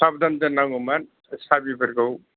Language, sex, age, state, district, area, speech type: Bodo, male, 60+, Assam, Kokrajhar, rural, conversation